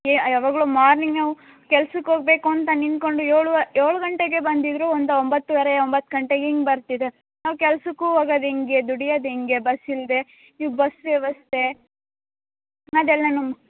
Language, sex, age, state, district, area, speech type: Kannada, female, 18-30, Karnataka, Mandya, rural, conversation